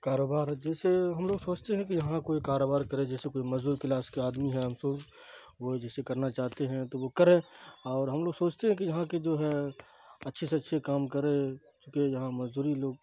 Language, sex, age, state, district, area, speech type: Urdu, male, 45-60, Bihar, Khagaria, rural, spontaneous